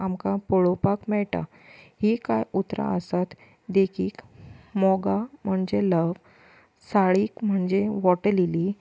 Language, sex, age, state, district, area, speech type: Goan Konkani, female, 18-30, Goa, Murmgao, urban, spontaneous